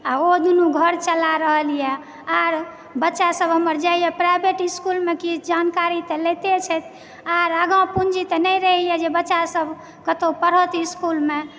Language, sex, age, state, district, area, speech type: Maithili, female, 30-45, Bihar, Supaul, rural, spontaneous